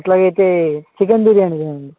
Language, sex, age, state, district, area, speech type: Telugu, male, 30-45, Telangana, Hyderabad, urban, conversation